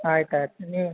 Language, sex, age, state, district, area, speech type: Kannada, male, 45-60, Karnataka, Belgaum, rural, conversation